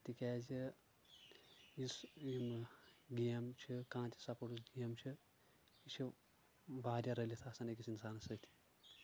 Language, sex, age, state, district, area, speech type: Kashmiri, male, 18-30, Jammu and Kashmir, Shopian, rural, spontaneous